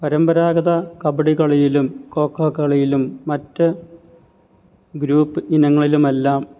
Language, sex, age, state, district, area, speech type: Malayalam, male, 30-45, Kerala, Thiruvananthapuram, rural, spontaneous